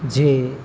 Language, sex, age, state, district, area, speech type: Gujarati, male, 30-45, Gujarat, Narmada, rural, spontaneous